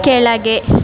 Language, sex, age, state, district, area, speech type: Kannada, female, 18-30, Karnataka, Bangalore Urban, rural, read